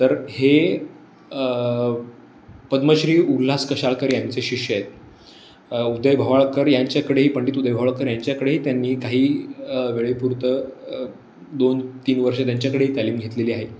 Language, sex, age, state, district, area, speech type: Marathi, male, 18-30, Maharashtra, Pune, urban, spontaneous